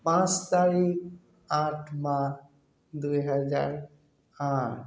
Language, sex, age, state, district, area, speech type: Assamese, male, 30-45, Assam, Tinsukia, urban, spontaneous